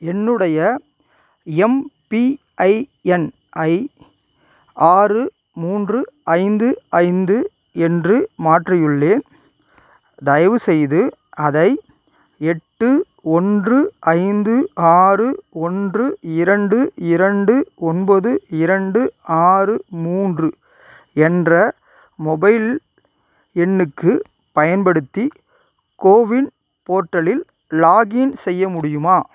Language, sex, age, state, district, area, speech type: Tamil, male, 30-45, Tamil Nadu, Ariyalur, rural, read